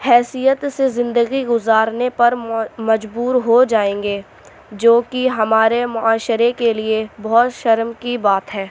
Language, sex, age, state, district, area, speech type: Urdu, female, 45-60, Delhi, Central Delhi, urban, spontaneous